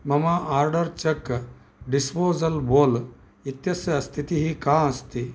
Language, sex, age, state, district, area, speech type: Sanskrit, male, 60+, Karnataka, Bellary, urban, read